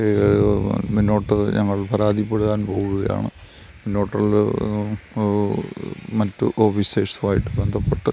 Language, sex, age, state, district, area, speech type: Malayalam, male, 60+, Kerala, Thiruvananthapuram, rural, spontaneous